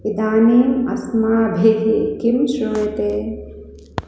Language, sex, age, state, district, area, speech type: Sanskrit, female, 30-45, Andhra Pradesh, East Godavari, urban, read